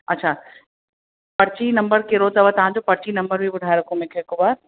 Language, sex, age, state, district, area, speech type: Sindhi, female, 30-45, Uttar Pradesh, Lucknow, urban, conversation